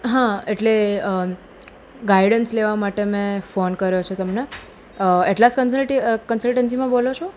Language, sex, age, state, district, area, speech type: Gujarati, female, 18-30, Gujarat, Ahmedabad, urban, spontaneous